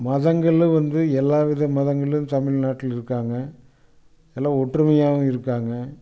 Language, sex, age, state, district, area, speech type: Tamil, male, 60+, Tamil Nadu, Coimbatore, urban, spontaneous